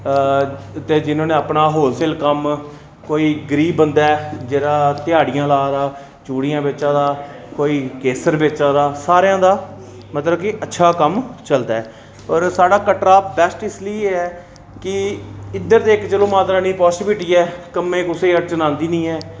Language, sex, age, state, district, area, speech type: Dogri, male, 30-45, Jammu and Kashmir, Reasi, urban, spontaneous